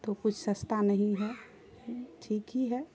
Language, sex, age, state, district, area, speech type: Urdu, female, 30-45, Bihar, Khagaria, rural, spontaneous